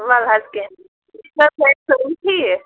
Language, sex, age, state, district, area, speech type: Kashmiri, female, 18-30, Jammu and Kashmir, Pulwama, rural, conversation